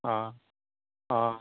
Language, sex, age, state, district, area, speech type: Assamese, male, 60+, Assam, Majuli, urban, conversation